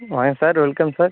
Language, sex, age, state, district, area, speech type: Tamil, male, 30-45, Tamil Nadu, Ariyalur, rural, conversation